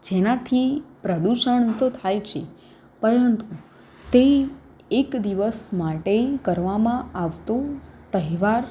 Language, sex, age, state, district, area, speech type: Gujarati, female, 18-30, Gujarat, Anand, urban, spontaneous